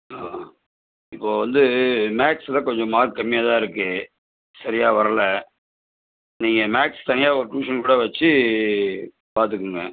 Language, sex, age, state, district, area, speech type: Tamil, male, 30-45, Tamil Nadu, Cuddalore, rural, conversation